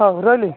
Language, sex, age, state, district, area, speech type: Odia, male, 30-45, Odisha, Malkangiri, urban, conversation